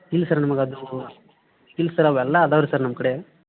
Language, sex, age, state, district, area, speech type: Kannada, male, 45-60, Karnataka, Belgaum, rural, conversation